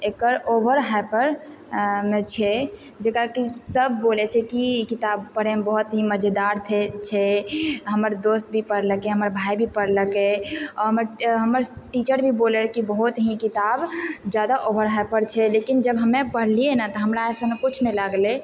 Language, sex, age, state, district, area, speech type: Maithili, female, 18-30, Bihar, Purnia, rural, spontaneous